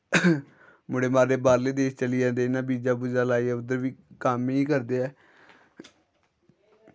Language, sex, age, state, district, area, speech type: Dogri, male, 18-30, Jammu and Kashmir, Samba, rural, spontaneous